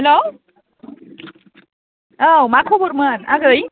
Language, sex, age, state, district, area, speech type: Bodo, female, 18-30, Assam, Baksa, rural, conversation